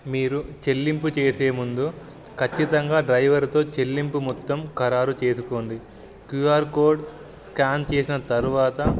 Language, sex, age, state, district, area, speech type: Telugu, male, 18-30, Telangana, Wanaparthy, urban, spontaneous